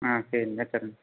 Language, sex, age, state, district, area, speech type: Tamil, male, 18-30, Tamil Nadu, Erode, rural, conversation